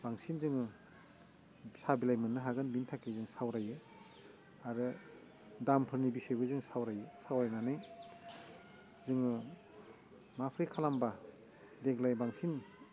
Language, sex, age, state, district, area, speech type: Bodo, male, 45-60, Assam, Udalguri, urban, spontaneous